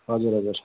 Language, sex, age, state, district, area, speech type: Nepali, male, 30-45, West Bengal, Kalimpong, rural, conversation